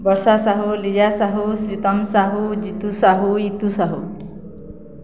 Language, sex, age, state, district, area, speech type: Odia, female, 60+, Odisha, Balangir, urban, spontaneous